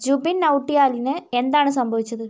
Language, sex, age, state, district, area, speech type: Malayalam, female, 45-60, Kerala, Kozhikode, urban, read